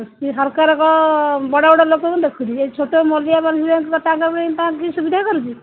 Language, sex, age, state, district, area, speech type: Odia, female, 45-60, Odisha, Jagatsinghpur, rural, conversation